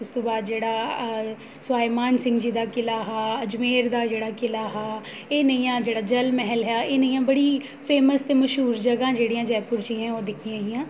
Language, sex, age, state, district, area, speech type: Dogri, female, 30-45, Jammu and Kashmir, Jammu, urban, spontaneous